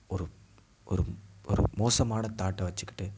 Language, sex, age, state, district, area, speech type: Tamil, male, 18-30, Tamil Nadu, Mayiladuthurai, urban, spontaneous